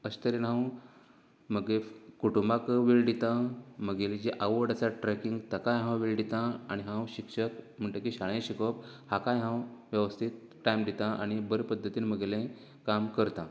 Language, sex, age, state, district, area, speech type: Goan Konkani, male, 30-45, Goa, Canacona, rural, spontaneous